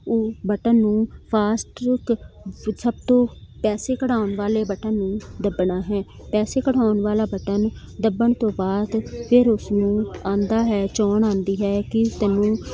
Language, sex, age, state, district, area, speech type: Punjabi, female, 45-60, Punjab, Jalandhar, urban, spontaneous